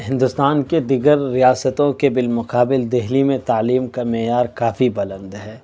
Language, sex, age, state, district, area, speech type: Urdu, male, 18-30, Delhi, South Delhi, urban, spontaneous